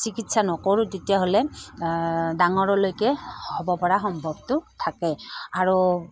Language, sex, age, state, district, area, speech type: Assamese, female, 30-45, Assam, Udalguri, rural, spontaneous